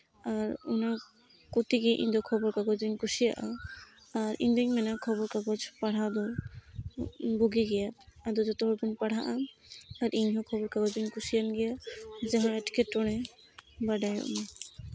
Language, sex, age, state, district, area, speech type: Santali, female, 18-30, West Bengal, Malda, rural, spontaneous